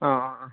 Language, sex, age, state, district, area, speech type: Malayalam, male, 18-30, Kerala, Kozhikode, urban, conversation